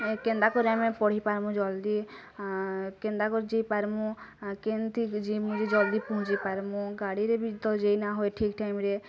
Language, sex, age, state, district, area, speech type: Odia, female, 18-30, Odisha, Bargarh, rural, spontaneous